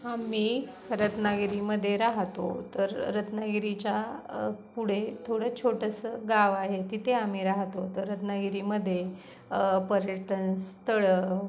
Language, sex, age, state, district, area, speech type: Marathi, female, 30-45, Maharashtra, Ratnagiri, rural, spontaneous